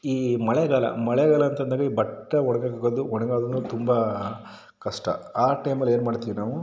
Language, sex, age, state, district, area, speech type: Kannada, male, 30-45, Karnataka, Mysore, urban, spontaneous